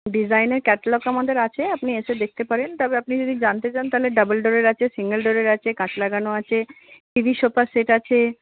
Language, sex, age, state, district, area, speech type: Bengali, female, 60+, West Bengal, Purba Bardhaman, urban, conversation